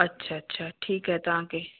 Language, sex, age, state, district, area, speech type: Sindhi, female, 45-60, Uttar Pradesh, Lucknow, urban, conversation